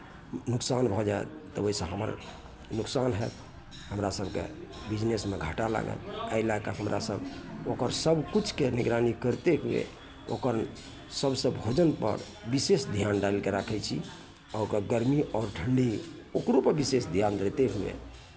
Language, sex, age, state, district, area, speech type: Maithili, male, 45-60, Bihar, Araria, rural, spontaneous